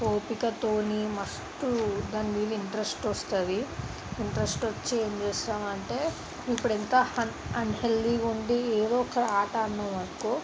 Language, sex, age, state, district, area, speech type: Telugu, female, 18-30, Telangana, Sangareddy, urban, spontaneous